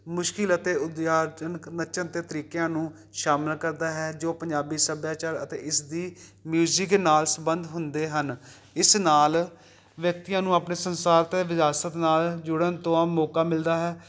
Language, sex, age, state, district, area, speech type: Punjabi, male, 45-60, Punjab, Jalandhar, urban, spontaneous